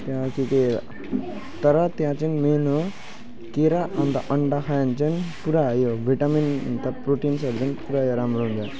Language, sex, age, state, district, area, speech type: Nepali, male, 18-30, West Bengal, Alipurduar, urban, spontaneous